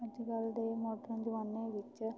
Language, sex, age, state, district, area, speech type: Punjabi, female, 18-30, Punjab, Fatehgarh Sahib, rural, spontaneous